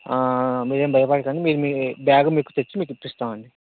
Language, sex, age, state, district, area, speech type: Telugu, male, 30-45, Andhra Pradesh, Vizianagaram, urban, conversation